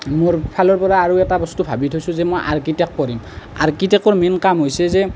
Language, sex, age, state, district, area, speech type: Assamese, male, 18-30, Assam, Nalbari, rural, spontaneous